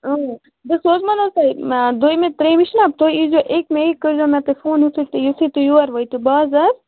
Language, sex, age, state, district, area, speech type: Kashmiri, female, 45-60, Jammu and Kashmir, Kupwara, urban, conversation